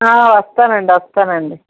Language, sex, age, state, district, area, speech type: Telugu, female, 45-60, Andhra Pradesh, Eluru, rural, conversation